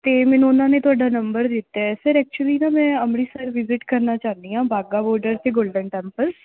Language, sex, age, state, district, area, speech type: Punjabi, female, 18-30, Punjab, Bathinda, urban, conversation